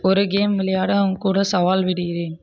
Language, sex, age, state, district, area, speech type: Tamil, male, 18-30, Tamil Nadu, Krishnagiri, rural, read